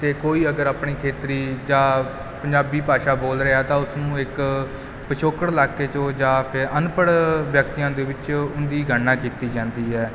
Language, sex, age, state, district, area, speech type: Punjabi, male, 30-45, Punjab, Kapurthala, urban, spontaneous